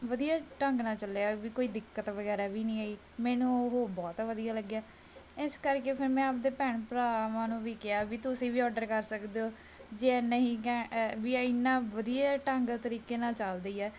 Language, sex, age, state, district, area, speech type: Punjabi, female, 30-45, Punjab, Bathinda, urban, spontaneous